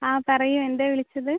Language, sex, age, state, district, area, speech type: Malayalam, female, 18-30, Kerala, Malappuram, rural, conversation